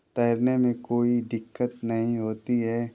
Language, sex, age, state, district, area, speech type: Hindi, male, 30-45, Uttar Pradesh, Ghazipur, rural, spontaneous